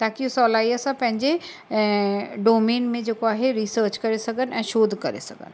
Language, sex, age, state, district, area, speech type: Sindhi, female, 18-30, Uttar Pradesh, Lucknow, urban, spontaneous